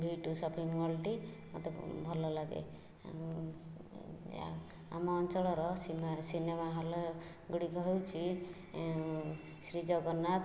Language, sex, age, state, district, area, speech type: Odia, female, 45-60, Odisha, Jajpur, rural, spontaneous